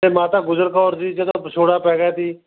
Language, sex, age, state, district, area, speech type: Punjabi, male, 45-60, Punjab, Fatehgarh Sahib, rural, conversation